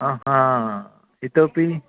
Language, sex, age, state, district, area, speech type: Sanskrit, male, 45-60, Telangana, Karimnagar, urban, conversation